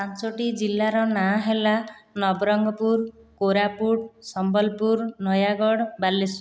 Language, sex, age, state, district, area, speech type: Odia, female, 30-45, Odisha, Khordha, rural, spontaneous